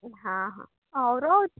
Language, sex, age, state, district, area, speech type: Odia, female, 18-30, Odisha, Sambalpur, rural, conversation